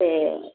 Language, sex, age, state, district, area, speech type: Tamil, female, 60+, Tamil Nadu, Virudhunagar, rural, conversation